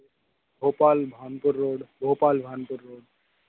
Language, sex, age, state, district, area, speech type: Hindi, male, 18-30, Madhya Pradesh, Hoshangabad, rural, conversation